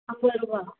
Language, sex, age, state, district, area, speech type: Tamil, female, 60+, Tamil Nadu, Salem, rural, conversation